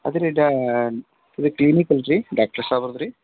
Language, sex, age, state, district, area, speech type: Kannada, male, 45-60, Karnataka, Gulbarga, urban, conversation